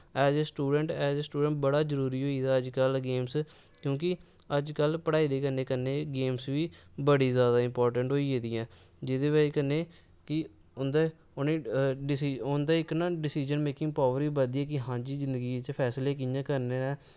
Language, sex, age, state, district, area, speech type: Dogri, male, 18-30, Jammu and Kashmir, Samba, urban, spontaneous